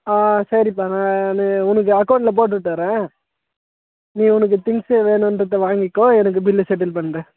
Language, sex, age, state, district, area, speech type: Tamil, male, 18-30, Tamil Nadu, Tiruvannamalai, rural, conversation